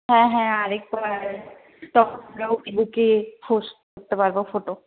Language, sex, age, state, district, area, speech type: Bengali, female, 30-45, West Bengal, Purulia, urban, conversation